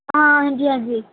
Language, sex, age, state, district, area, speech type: Dogri, female, 30-45, Jammu and Kashmir, Udhampur, urban, conversation